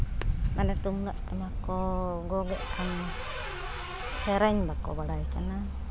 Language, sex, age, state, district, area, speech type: Santali, female, 45-60, Jharkhand, Seraikela Kharsawan, rural, spontaneous